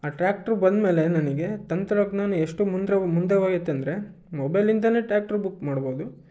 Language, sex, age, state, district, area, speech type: Kannada, male, 18-30, Karnataka, Chitradurga, rural, spontaneous